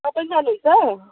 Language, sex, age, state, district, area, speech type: Nepali, female, 30-45, West Bengal, Jalpaiguri, urban, conversation